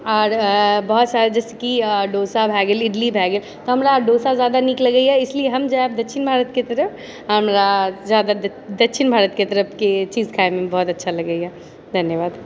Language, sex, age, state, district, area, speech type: Maithili, female, 30-45, Bihar, Purnia, rural, spontaneous